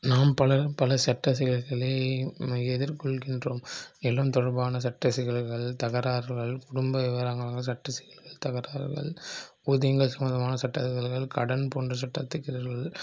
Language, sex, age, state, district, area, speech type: Tamil, male, 18-30, Tamil Nadu, Nagapattinam, rural, spontaneous